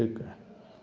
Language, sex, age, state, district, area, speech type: Sindhi, male, 45-60, Gujarat, Kutch, rural, spontaneous